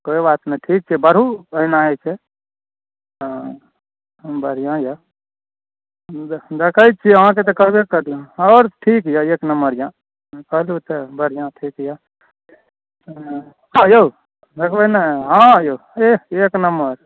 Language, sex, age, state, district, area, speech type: Maithili, male, 18-30, Bihar, Saharsa, rural, conversation